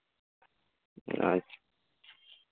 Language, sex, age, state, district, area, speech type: Santali, male, 18-30, West Bengal, Bankura, rural, conversation